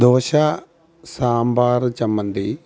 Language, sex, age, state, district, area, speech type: Malayalam, male, 45-60, Kerala, Alappuzha, rural, spontaneous